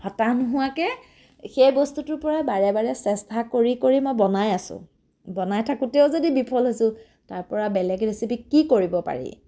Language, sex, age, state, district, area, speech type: Assamese, female, 30-45, Assam, Biswanath, rural, spontaneous